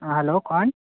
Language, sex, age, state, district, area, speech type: Hindi, male, 30-45, Uttar Pradesh, Sonbhadra, rural, conversation